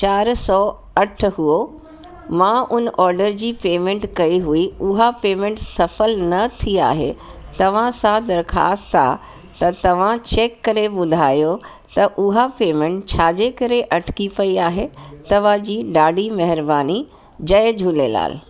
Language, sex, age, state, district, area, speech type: Sindhi, female, 45-60, Delhi, South Delhi, urban, spontaneous